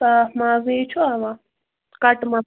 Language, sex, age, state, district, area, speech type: Kashmiri, female, 18-30, Jammu and Kashmir, Anantnag, rural, conversation